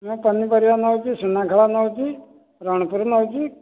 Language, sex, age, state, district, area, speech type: Odia, male, 60+, Odisha, Nayagarh, rural, conversation